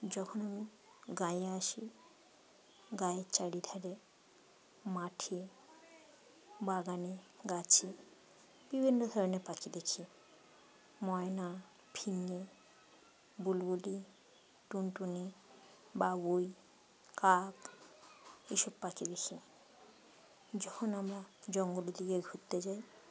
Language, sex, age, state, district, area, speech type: Bengali, female, 30-45, West Bengal, Uttar Dinajpur, urban, spontaneous